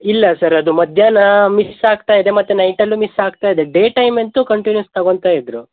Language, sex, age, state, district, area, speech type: Kannada, male, 30-45, Karnataka, Uttara Kannada, rural, conversation